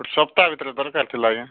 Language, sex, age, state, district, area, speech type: Odia, male, 45-60, Odisha, Nabarangpur, rural, conversation